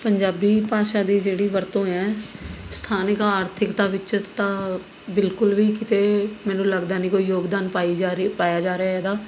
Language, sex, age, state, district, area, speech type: Punjabi, female, 30-45, Punjab, Mohali, urban, spontaneous